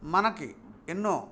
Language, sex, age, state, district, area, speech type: Telugu, male, 45-60, Andhra Pradesh, Bapatla, urban, spontaneous